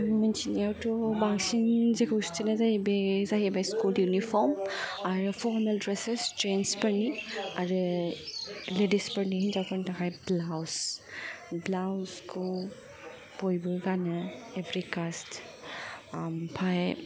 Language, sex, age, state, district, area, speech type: Bodo, female, 18-30, Assam, Kokrajhar, rural, spontaneous